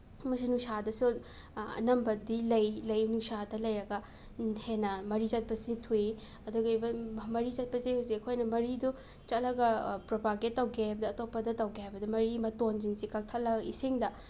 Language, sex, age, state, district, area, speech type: Manipuri, female, 18-30, Manipur, Imphal West, rural, spontaneous